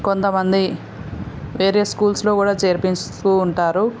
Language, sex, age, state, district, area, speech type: Telugu, female, 18-30, Andhra Pradesh, Nandyal, rural, spontaneous